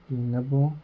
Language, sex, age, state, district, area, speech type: Malayalam, male, 18-30, Kerala, Kozhikode, rural, spontaneous